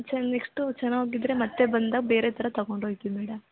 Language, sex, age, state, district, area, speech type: Kannada, female, 18-30, Karnataka, Hassan, rural, conversation